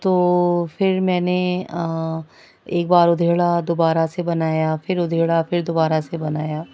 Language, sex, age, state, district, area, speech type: Urdu, female, 30-45, Delhi, South Delhi, rural, spontaneous